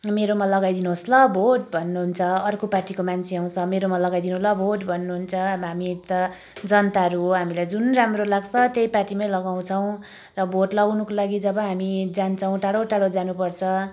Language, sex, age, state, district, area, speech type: Nepali, female, 30-45, West Bengal, Kalimpong, rural, spontaneous